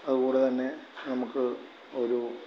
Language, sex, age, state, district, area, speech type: Malayalam, male, 45-60, Kerala, Alappuzha, rural, spontaneous